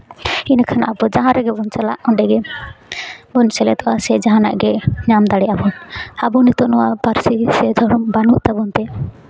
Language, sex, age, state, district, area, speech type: Santali, female, 18-30, West Bengal, Jhargram, rural, spontaneous